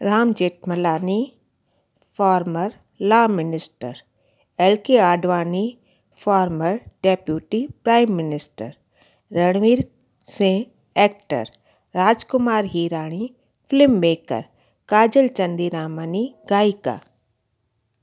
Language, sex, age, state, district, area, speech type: Sindhi, female, 45-60, Gujarat, Kutch, urban, spontaneous